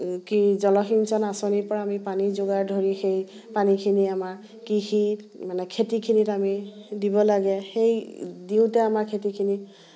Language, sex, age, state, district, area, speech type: Assamese, female, 30-45, Assam, Biswanath, rural, spontaneous